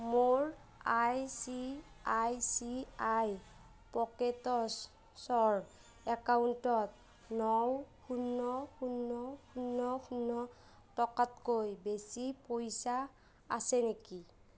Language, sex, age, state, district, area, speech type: Assamese, female, 30-45, Assam, Nagaon, rural, read